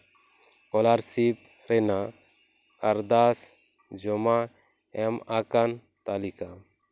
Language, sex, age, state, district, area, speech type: Santali, male, 18-30, West Bengal, Purba Bardhaman, rural, read